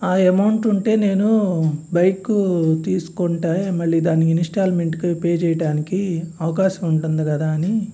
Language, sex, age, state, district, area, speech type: Telugu, male, 45-60, Andhra Pradesh, Guntur, urban, spontaneous